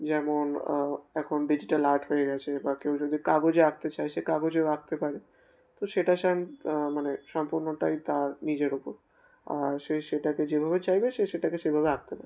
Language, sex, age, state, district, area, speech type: Bengali, male, 18-30, West Bengal, Darjeeling, urban, spontaneous